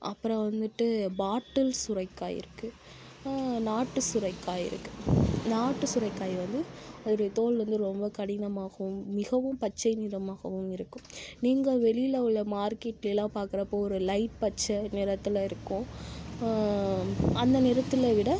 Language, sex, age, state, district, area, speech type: Tamil, female, 45-60, Tamil Nadu, Tiruvarur, rural, spontaneous